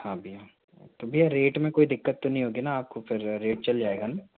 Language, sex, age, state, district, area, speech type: Hindi, male, 45-60, Madhya Pradesh, Bhopal, urban, conversation